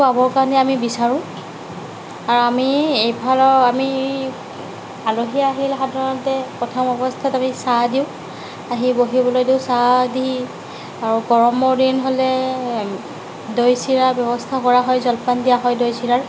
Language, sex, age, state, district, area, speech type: Assamese, female, 30-45, Assam, Nagaon, rural, spontaneous